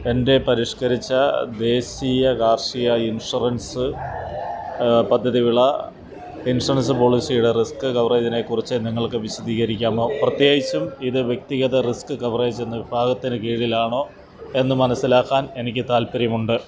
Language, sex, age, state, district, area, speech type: Malayalam, male, 45-60, Kerala, Alappuzha, urban, read